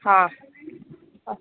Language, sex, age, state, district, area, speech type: Goan Konkani, female, 30-45, Goa, Tiswadi, rural, conversation